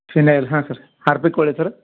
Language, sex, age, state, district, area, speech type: Kannada, male, 30-45, Karnataka, Gadag, rural, conversation